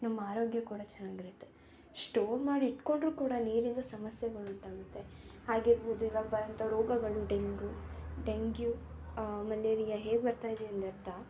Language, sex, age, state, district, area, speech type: Kannada, female, 18-30, Karnataka, Mysore, urban, spontaneous